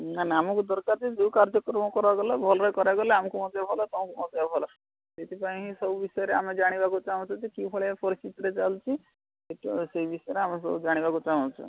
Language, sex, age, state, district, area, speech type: Odia, male, 30-45, Odisha, Malkangiri, urban, conversation